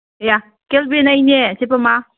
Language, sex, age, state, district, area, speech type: Manipuri, female, 30-45, Manipur, Kakching, rural, conversation